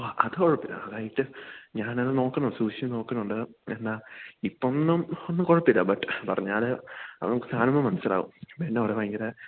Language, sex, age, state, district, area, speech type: Malayalam, male, 18-30, Kerala, Idukki, rural, conversation